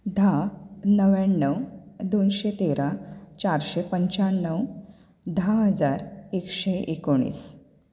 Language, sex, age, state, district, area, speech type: Goan Konkani, female, 30-45, Goa, Bardez, rural, spontaneous